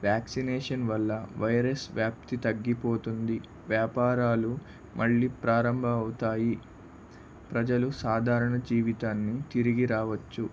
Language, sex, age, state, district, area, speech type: Telugu, male, 18-30, Andhra Pradesh, Palnadu, rural, spontaneous